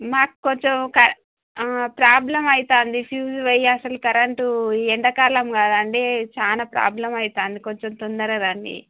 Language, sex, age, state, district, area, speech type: Telugu, female, 30-45, Telangana, Warangal, rural, conversation